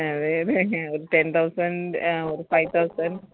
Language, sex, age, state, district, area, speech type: Malayalam, female, 30-45, Kerala, Kollam, rural, conversation